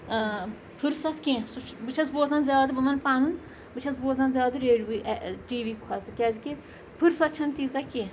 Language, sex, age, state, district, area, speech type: Kashmiri, female, 45-60, Jammu and Kashmir, Srinagar, rural, spontaneous